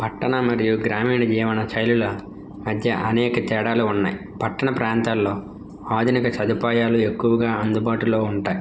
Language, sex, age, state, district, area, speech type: Telugu, male, 18-30, Andhra Pradesh, N T Rama Rao, rural, spontaneous